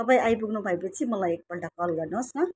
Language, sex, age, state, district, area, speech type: Nepali, female, 60+, West Bengal, Alipurduar, urban, spontaneous